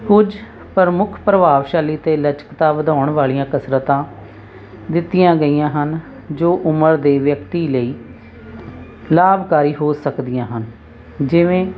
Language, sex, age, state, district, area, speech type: Punjabi, female, 45-60, Punjab, Hoshiarpur, urban, spontaneous